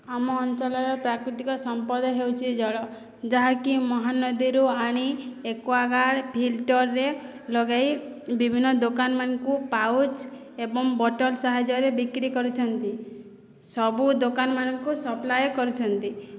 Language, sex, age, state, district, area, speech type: Odia, female, 30-45, Odisha, Boudh, rural, spontaneous